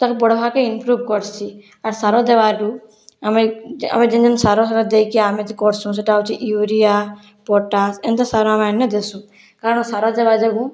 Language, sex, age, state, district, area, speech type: Odia, female, 60+, Odisha, Boudh, rural, spontaneous